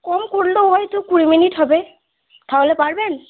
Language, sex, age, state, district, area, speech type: Bengali, female, 45-60, West Bengal, Purba Bardhaman, rural, conversation